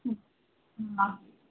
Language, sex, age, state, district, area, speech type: Sindhi, female, 30-45, Madhya Pradesh, Katni, urban, conversation